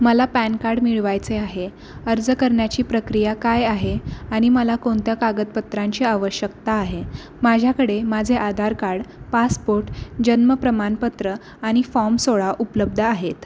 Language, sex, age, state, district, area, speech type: Marathi, female, 18-30, Maharashtra, Ratnagiri, urban, read